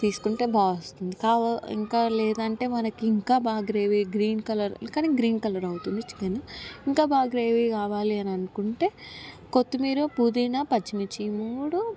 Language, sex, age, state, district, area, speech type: Telugu, female, 18-30, Telangana, Hyderabad, urban, spontaneous